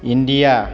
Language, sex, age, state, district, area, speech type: Bodo, male, 30-45, Assam, Kokrajhar, rural, spontaneous